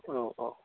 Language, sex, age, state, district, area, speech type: Bodo, male, 45-60, Assam, Chirang, rural, conversation